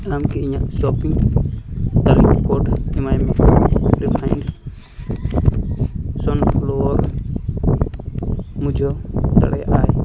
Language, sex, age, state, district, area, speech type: Santali, male, 18-30, Jharkhand, Seraikela Kharsawan, rural, read